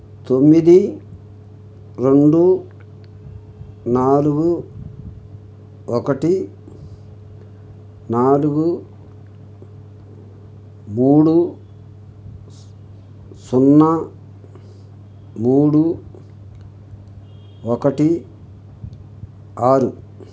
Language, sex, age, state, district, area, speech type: Telugu, male, 60+, Andhra Pradesh, Krishna, urban, read